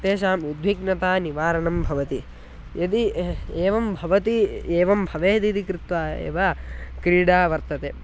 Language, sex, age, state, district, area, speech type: Sanskrit, male, 18-30, Karnataka, Tumkur, urban, spontaneous